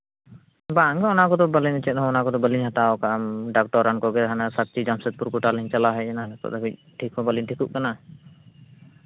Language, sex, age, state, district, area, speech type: Santali, male, 18-30, Jharkhand, Seraikela Kharsawan, rural, conversation